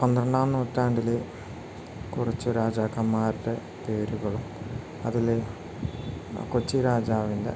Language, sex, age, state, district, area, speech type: Malayalam, male, 30-45, Kerala, Wayanad, rural, spontaneous